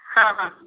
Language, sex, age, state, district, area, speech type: Odia, female, 60+, Odisha, Jharsuguda, rural, conversation